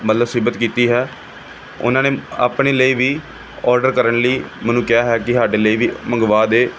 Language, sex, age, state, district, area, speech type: Punjabi, male, 30-45, Punjab, Pathankot, urban, spontaneous